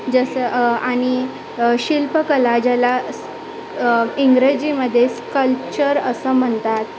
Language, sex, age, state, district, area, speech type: Marathi, female, 18-30, Maharashtra, Thane, urban, spontaneous